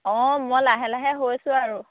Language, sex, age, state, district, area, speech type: Assamese, female, 18-30, Assam, Dhemaji, rural, conversation